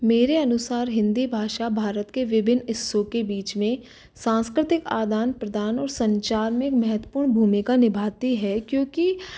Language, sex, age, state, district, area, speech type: Hindi, female, 18-30, Rajasthan, Jaipur, urban, spontaneous